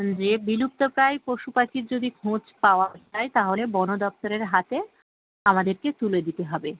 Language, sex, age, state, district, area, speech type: Bengali, female, 18-30, West Bengal, Dakshin Dinajpur, urban, conversation